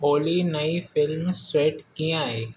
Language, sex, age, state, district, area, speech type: Sindhi, male, 30-45, Maharashtra, Mumbai Suburban, urban, read